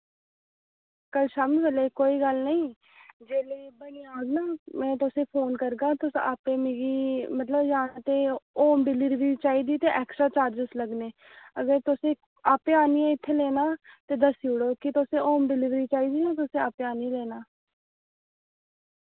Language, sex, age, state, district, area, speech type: Dogri, female, 18-30, Jammu and Kashmir, Reasi, rural, conversation